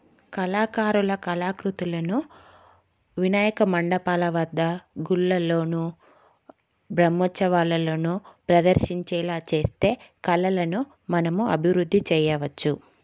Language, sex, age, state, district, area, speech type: Telugu, female, 30-45, Telangana, Karimnagar, urban, spontaneous